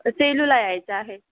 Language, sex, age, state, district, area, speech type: Marathi, female, 30-45, Maharashtra, Wardha, rural, conversation